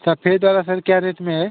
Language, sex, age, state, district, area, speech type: Hindi, male, 18-30, Uttar Pradesh, Ghazipur, rural, conversation